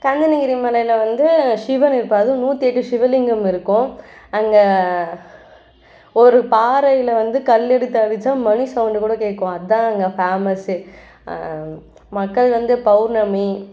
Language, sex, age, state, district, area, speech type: Tamil, female, 18-30, Tamil Nadu, Ranipet, urban, spontaneous